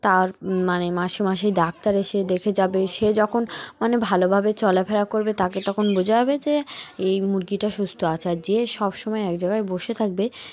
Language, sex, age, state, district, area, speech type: Bengali, female, 18-30, West Bengal, Cooch Behar, urban, spontaneous